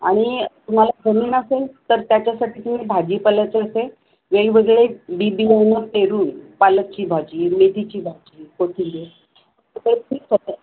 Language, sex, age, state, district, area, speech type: Marathi, female, 60+, Maharashtra, Kolhapur, urban, conversation